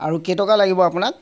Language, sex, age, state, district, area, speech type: Assamese, male, 30-45, Assam, Sivasagar, rural, spontaneous